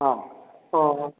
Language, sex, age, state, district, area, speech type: Sanskrit, male, 30-45, Telangana, Ranga Reddy, urban, conversation